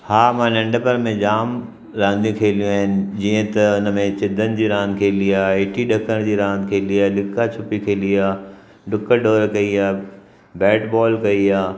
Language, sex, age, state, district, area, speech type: Sindhi, male, 60+, Maharashtra, Mumbai Suburban, urban, spontaneous